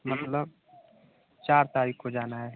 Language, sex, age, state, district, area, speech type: Hindi, male, 30-45, Uttar Pradesh, Mau, rural, conversation